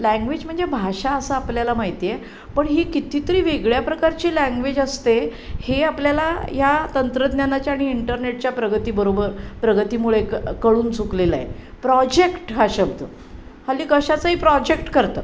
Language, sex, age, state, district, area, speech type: Marathi, female, 60+, Maharashtra, Sangli, urban, spontaneous